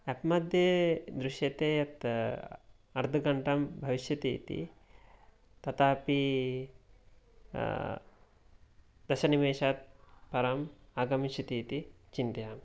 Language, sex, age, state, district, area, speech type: Sanskrit, male, 18-30, Karnataka, Mysore, rural, spontaneous